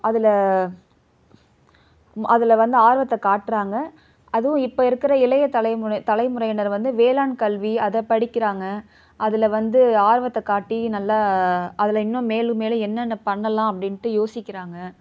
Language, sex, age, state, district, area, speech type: Tamil, female, 30-45, Tamil Nadu, Chennai, urban, spontaneous